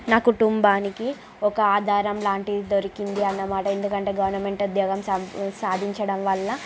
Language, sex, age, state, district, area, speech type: Telugu, female, 30-45, Andhra Pradesh, Srikakulam, urban, spontaneous